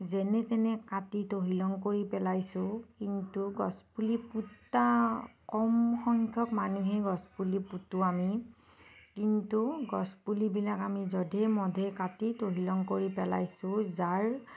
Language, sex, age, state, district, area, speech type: Assamese, female, 30-45, Assam, Nagaon, rural, spontaneous